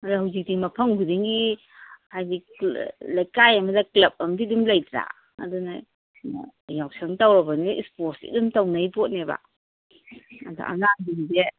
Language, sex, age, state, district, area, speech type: Manipuri, female, 45-60, Manipur, Kangpokpi, urban, conversation